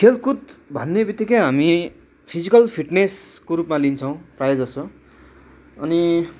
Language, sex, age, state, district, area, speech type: Nepali, male, 18-30, West Bengal, Darjeeling, rural, spontaneous